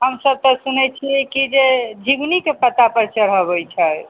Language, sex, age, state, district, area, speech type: Maithili, female, 60+, Bihar, Sitamarhi, rural, conversation